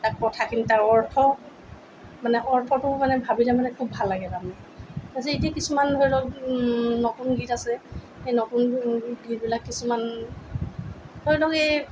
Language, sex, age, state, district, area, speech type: Assamese, female, 45-60, Assam, Tinsukia, rural, spontaneous